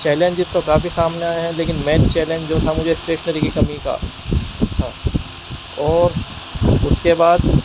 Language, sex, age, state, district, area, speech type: Urdu, male, 45-60, Uttar Pradesh, Muzaffarnagar, urban, spontaneous